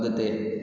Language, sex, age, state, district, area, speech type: Sindhi, male, 18-30, Gujarat, Junagadh, urban, read